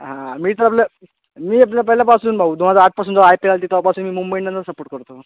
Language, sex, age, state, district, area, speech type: Marathi, male, 18-30, Maharashtra, Thane, urban, conversation